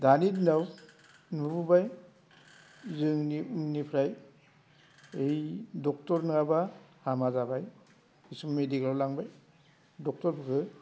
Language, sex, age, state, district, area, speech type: Bodo, male, 60+, Assam, Baksa, rural, spontaneous